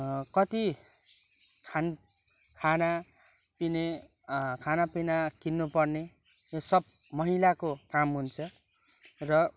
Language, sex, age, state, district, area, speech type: Nepali, male, 18-30, West Bengal, Kalimpong, rural, spontaneous